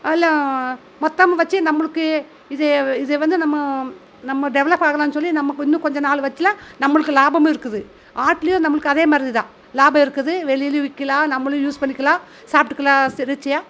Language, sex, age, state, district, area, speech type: Tamil, female, 45-60, Tamil Nadu, Coimbatore, rural, spontaneous